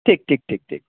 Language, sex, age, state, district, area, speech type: Bengali, male, 18-30, West Bengal, Cooch Behar, urban, conversation